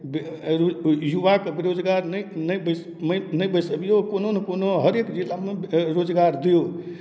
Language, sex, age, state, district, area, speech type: Maithili, male, 30-45, Bihar, Darbhanga, urban, spontaneous